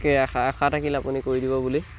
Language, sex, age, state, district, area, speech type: Assamese, male, 18-30, Assam, Sivasagar, rural, spontaneous